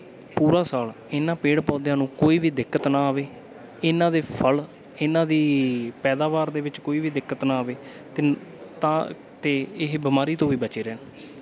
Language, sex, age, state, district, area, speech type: Punjabi, male, 18-30, Punjab, Bathinda, urban, spontaneous